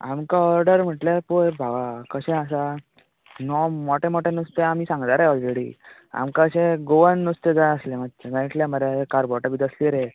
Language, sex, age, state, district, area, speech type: Goan Konkani, male, 18-30, Goa, Tiswadi, rural, conversation